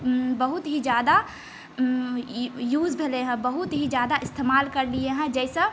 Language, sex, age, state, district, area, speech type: Maithili, female, 18-30, Bihar, Saharsa, rural, spontaneous